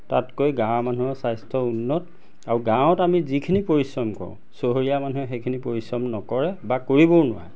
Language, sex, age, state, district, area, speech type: Assamese, male, 45-60, Assam, Majuli, urban, spontaneous